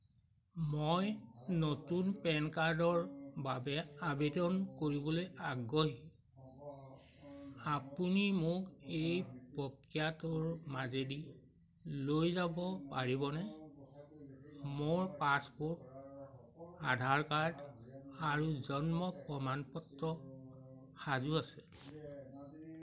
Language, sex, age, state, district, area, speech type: Assamese, male, 60+, Assam, Majuli, urban, read